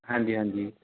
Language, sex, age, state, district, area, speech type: Punjabi, male, 30-45, Punjab, Barnala, rural, conversation